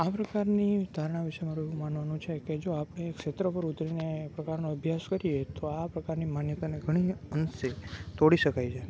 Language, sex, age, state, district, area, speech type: Gujarati, male, 18-30, Gujarat, Rajkot, urban, spontaneous